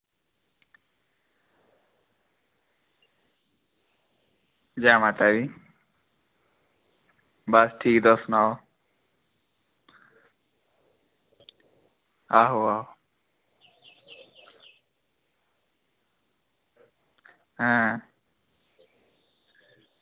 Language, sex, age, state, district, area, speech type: Dogri, male, 30-45, Jammu and Kashmir, Reasi, rural, conversation